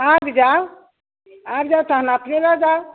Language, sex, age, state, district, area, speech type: Maithili, female, 60+, Bihar, Muzaffarpur, urban, conversation